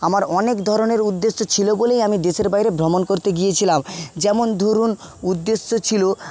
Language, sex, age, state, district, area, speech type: Bengali, male, 30-45, West Bengal, Jhargram, rural, spontaneous